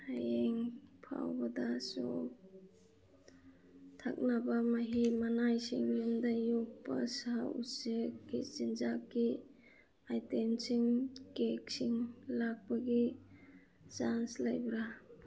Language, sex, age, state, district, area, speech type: Manipuri, female, 45-60, Manipur, Churachandpur, urban, read